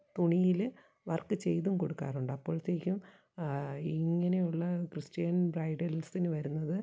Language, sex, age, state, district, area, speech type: Malayalam, female, 45-60, Kerala, Kottayam, rural, spontaneous